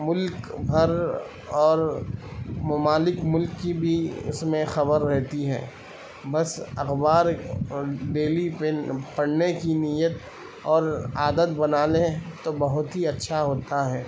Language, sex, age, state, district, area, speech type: Urdu, male, 30-45, Telangana, Hyderabad, urban, spontaneous